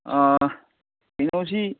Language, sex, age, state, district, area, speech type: Manipuri, male, 18-30, Manipur, Churachandpur, rural, conversation